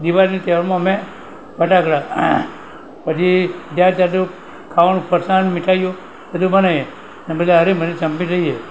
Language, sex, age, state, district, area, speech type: Gujarati, male, 60+, Gujarat, Valsad, rural, spontaneous